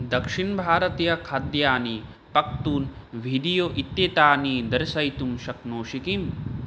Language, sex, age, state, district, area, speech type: Sanskrit, male, 18-30, Assam, Barpeta, rural, read